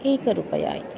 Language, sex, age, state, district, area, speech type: Sanskrit, female, 45-60, Maharashtra, Nagpur, urban, spontaneous